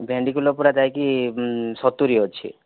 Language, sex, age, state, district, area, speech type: Odia, male, 30-45, Odisha, Kandhamal, rural, conversation